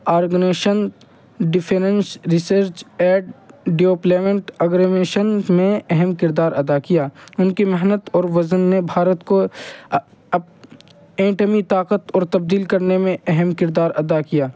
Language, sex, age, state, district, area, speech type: Urdu, male, 30-45, Uttar Pradesh, Muzaffarnagar, urban, spontaneous